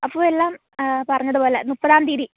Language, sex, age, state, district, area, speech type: Malayalam, female, 18-30, Kerala, Thiruvananthapuram, rural, conversation